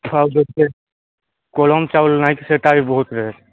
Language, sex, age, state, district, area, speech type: Odia, male, 18-30, Odisha, Nabarangpur, urban, conversation